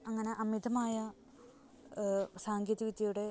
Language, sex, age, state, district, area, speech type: Malayalam, female, 18-30, Kerala, Ernakulam, rural, spontaneous